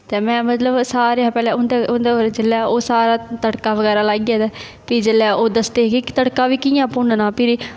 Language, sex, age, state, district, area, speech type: Dogri, female, 18-30, Jammu and Kashmir, Kathua, rural, spontaneous